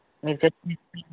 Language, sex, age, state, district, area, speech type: Telugu, male, 18-30, Andhra Pradesh, Chittoor, rural, conversation